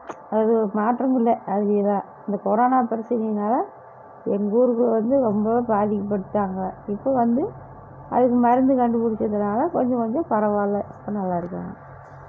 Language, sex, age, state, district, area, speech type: Tamil, female, 60+, Tamil Nadu, Erode, urban, spontaneous